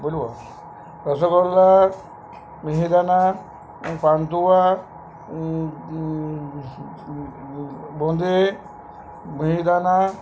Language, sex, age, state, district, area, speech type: Bengali, male, 60+, West Bengal, Uttar Dinajpur, urban, spontaneous